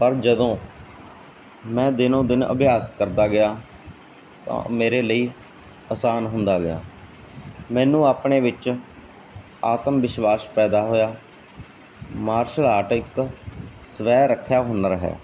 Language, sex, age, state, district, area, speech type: Punjabi, male, 30-45, Punjab, Mansa, rural, spontaneous